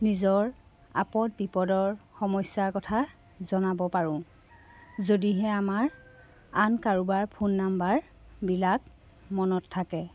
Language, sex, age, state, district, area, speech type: Assamese, female, 30-45, Assam, Jorhat, urban, spontaneous